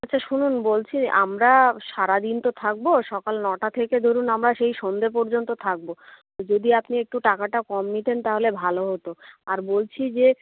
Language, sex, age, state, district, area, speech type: Bengali, female, 60+, West Bengal, Nadia, rural, conversation